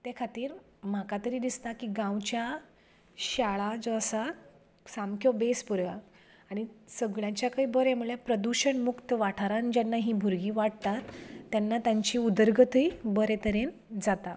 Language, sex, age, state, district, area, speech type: Goan Konkani, female, 30-45, Goa, Canacona, rural, spontaneous